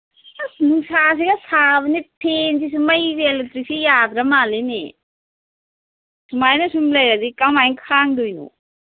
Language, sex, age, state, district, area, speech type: Manipuri, female, 45-60, Manipur, Kangpokpi, urban, conversation